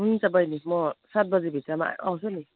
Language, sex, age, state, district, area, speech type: Nepali, female, 30-45, West Bengal, Darjeeling, urban, conversation